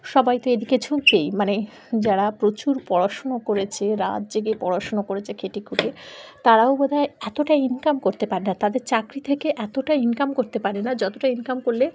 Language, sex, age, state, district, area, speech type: Bengali, female, 18-30, West Bengal, Dakshin Dinajpur, urban, spontaneous